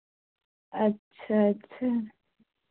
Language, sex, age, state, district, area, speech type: Hindi, female, 45-60, Uttar Pradesh, Ayodhya, rural, conversation